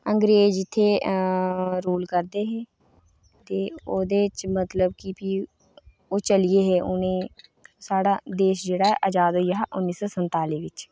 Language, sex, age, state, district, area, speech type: Dogri, female, 18-30, Jammu and Kashmir, Reasi, rural, spontaneous